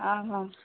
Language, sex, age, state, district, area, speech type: Odia, female, 45-60, Odisha, Angul, rural, conversation